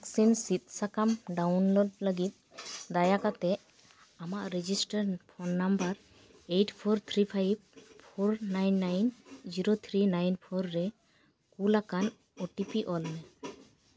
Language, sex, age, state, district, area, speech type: Santali, female, 30-45, West Bengal, Paschim Bardhaman, rural, read